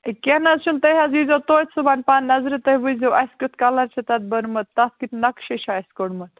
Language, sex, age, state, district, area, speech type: Kashmiri, female, 18-30, Jammu and Kashmir, Baramulla, rural, conversation